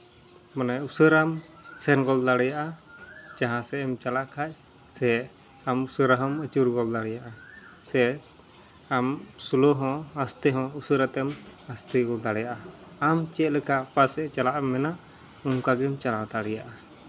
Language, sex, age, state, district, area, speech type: Santali, male, 30-45, West Bengal, Malda, rural, spontaneous